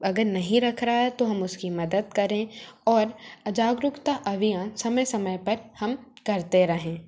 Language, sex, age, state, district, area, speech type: Hindi, female, 30-45, Madhya Pradesh, Bhopal, urban, spontaneous